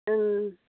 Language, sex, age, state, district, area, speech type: Bodo, female, 60+, Assam, Baksa, urban, conversation